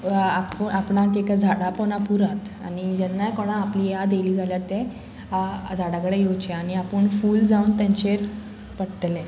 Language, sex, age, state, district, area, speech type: Goan Konkani, female, 18-30, Goa, Murmgao, urban, spontaneous